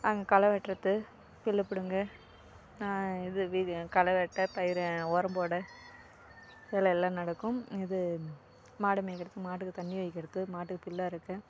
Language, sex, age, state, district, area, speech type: Tamil, female, 45-60, Tamil Nadu, Kallakurichi, urban, spontaneous